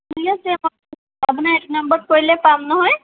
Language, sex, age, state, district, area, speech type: Assamese, female, 30-45, Assam, Kamrup Metropolitan, urban, conversation